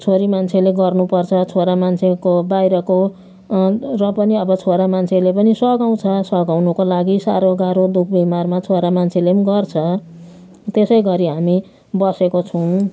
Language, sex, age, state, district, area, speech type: Nepali, female, 60+, West Bengal, Jalpaiguri, urban, spontaneous